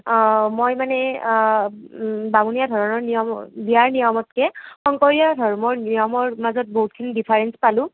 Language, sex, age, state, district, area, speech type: Assamese, female, 18-30, Assam, Nalbari, rural, conversation